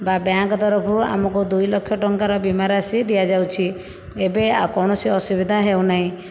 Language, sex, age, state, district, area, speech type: Odia, female, 60+, Odisha, Jajpur, rural, spontaneous